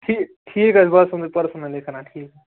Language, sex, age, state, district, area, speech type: Kashmiri, male, 18-30, Jammu and Kashmir, Srinagar, urban, conversation